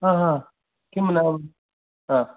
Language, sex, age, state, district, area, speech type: Sanskrit, male, 18-30, Karnataka, Uttara Kannada, rural, conversation